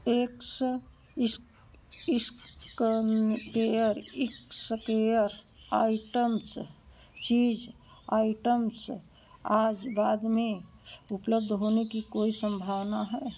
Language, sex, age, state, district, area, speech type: Hindi, female, 60+, Uttar Pradesh, Prayagraj, urban, read